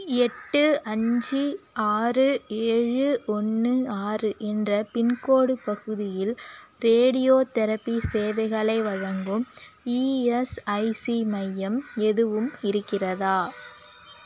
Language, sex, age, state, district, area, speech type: Tamil, female, 30-45, Tamil Nadu, Cuddalore, rural, read